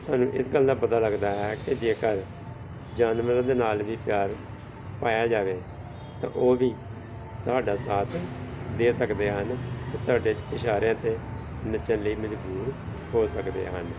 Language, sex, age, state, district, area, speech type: Punjabi, male, 45-60, Punjab, Gurdaspur, urban, spontaneous